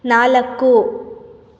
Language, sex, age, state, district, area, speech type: Kannada, female, 18-30, Karnataka, Chitradurga, urban, read